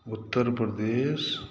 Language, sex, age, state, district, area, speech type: Maithili, male, 60+, Bihar, Saharsa, urban, spontaneous